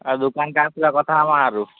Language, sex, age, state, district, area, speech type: Odia, male, 18-30, Odisha, Nuapada, urban, conversation